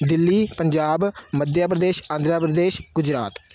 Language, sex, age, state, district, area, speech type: Punjabi, male, 30-45, Punjab, Amritsar, urban, spontaneous